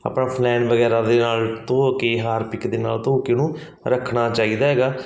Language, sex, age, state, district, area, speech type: Punjabi, male, 30-45, Punjab, Barnala, rural, spontaneous